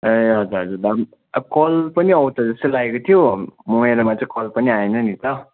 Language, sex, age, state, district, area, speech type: Nepali, male, 45-60, West Bengal, Darjeeling, rural, conversation